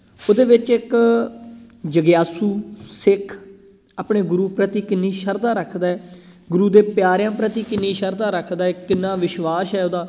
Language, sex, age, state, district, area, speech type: Punjabi, male, 18-30, Punjab, Gurdaspur, rural, spontaneous